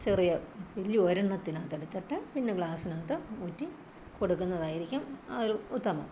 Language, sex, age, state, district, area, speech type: Malayalam, female, 45-60, Kerala, Kottayam, rural, spontaneous